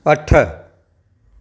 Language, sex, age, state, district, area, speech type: Sindhi, male, 45-60, Maharashtra, Thane, urban, read